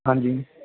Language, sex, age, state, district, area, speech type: Punjabi, male, 45-60, Punjab, Barnala, rural, conversation